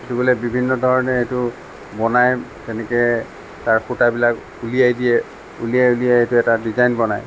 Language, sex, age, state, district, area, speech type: Assamese, male, 45-60, Assam, Sonitpur, rural, spontaneous